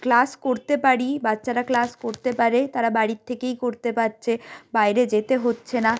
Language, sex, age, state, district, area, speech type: Bengali, female, 18-30, West Bengal, Jalpaiguri, rural, spontaneous